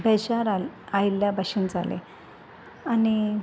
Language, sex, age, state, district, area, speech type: Goan Konkani, female, 30-45, Goa, Salcete, rural, spontaneous